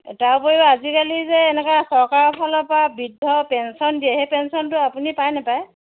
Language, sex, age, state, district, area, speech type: Assamese, female, 45-60, Assam, Dibrugarh, rural, conversation